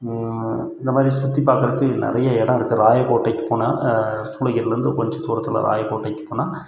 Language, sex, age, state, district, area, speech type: Tamil, male, 30-45, Tamil Nadu, Krishnagiri, rural, spontaneous